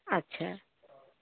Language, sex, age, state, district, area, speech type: Bengali, female, 45-60, West Bengal, Darjeeling, rural, conversation